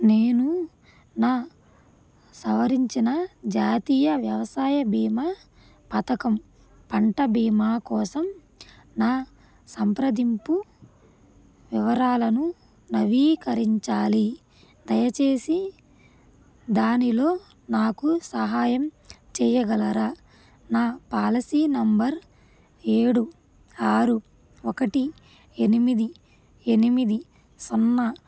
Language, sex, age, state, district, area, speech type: Telugu, female, 30-45, Andhra Pradesh, Krishna, rural, read